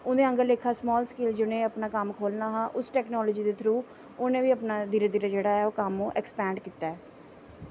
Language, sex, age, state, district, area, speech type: Dogri, female, 18-30, Jammu and Kashmir, Samba, rural, spontaneous